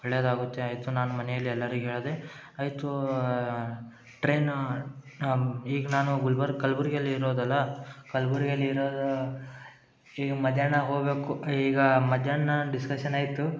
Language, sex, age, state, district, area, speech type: Kannada, male, 18-30, Karnataka, Gulbarga, urban, spontaneous